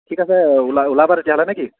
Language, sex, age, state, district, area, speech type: Assamese, male, 30-45, Assam, Sivasagar, rural, conversation